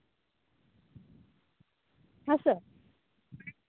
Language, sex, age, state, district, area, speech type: Santali, female, 18-30, West Bengal, Purulia, rural, conversation